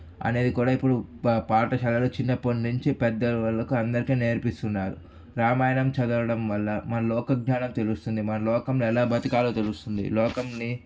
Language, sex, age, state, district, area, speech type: Telugu, male, 18-30, Andhra Pradesh, Sri Balaji, urban, spontaneous